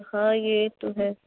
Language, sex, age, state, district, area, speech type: Urdu, female, 18-30, Uttar Pradesh, Mau, urban, conversation